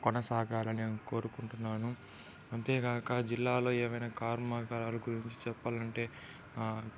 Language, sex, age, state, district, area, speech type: Telugu, male, 60+, Andhra Pradesh, Chittoor, rural, spontaneous